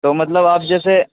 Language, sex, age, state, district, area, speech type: Urdu, male, 18-30, Uttar Pradesh, Gautam Buddha Nagar, rural, conversation